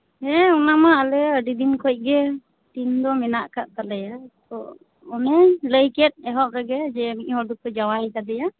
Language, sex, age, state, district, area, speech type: Santali, female, 30-45, West Bengal, Paschim Bardhaman, urban, conversation